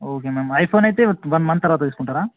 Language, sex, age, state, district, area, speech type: Telugu, male, 18-30, Telangana, Suryapet, urban, conversation